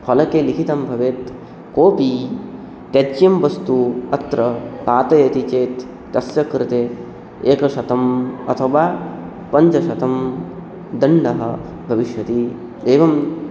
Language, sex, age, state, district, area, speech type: Sanskrit, male, 18-30, West Bengal, Purba Medinipur, rural, spontaneous